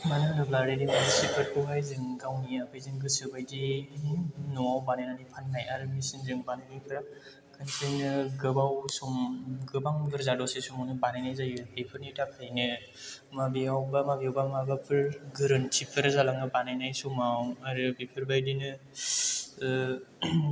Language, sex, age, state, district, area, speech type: Bodo, male, 30-45, Assam, Chirang, rural, spontaneous